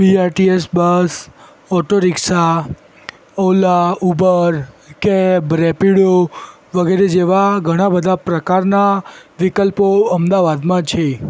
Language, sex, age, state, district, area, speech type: Gujarati, female, 18-30, Gujarat, Ahmedabad, urban, spontaneous